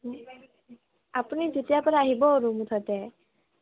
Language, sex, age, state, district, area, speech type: Assamese, female, 18-30, Assam, Kamrup Metropolitan, urban, conversation